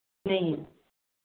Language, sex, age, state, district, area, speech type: Hindi, female, 30-45, Uttar Pradesh, Varanasi, rural, conversation